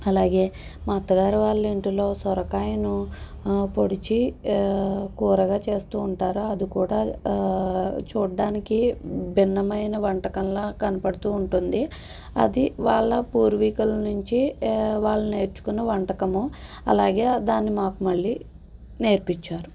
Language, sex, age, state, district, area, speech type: Telugu, female, 30-45, Andhra Pradesh, N T Rama Rao, urban, spontaneous